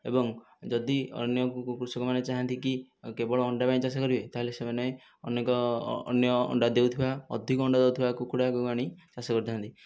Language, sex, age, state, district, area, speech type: Odia, male, 30-45, Odisha, Nayagarh, rural, spontaneous